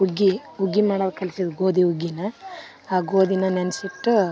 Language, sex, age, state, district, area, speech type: Kannada, female, 18-30, Karnataka, Vijayanagara, rural, spontaneous